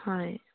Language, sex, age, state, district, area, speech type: Assamese, female, 18-30, Assam, Charaideo, rural, conversation